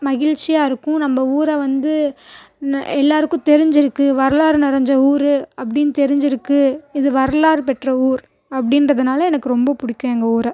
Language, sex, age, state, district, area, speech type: Tamil, female, 18-30, Tamil Nadu, Tiruchirappalli, rural, spontaneous